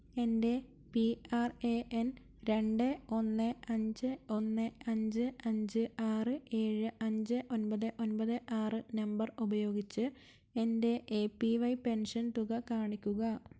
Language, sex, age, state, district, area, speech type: Malayalam, female, 30-45, Kerala, Wayanad, rural, read